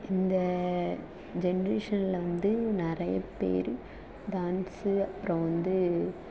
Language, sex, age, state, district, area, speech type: Tamil, female, 18-30, Tamil Nadu, Thanjavur, rural, spontaneous